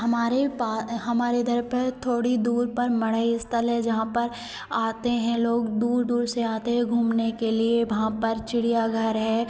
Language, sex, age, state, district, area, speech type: Hindi, female, 18-30, Madhya Pradesh, Hoshangabad, urban, spontaneous